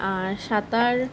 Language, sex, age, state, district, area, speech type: Bengali, female, 18-30, West Bengal, Kolkata, urban, spontaneous